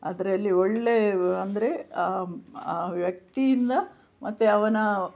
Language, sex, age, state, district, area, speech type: Kannada, female, 60+, Karnataka, Udupi, rural, spontaneous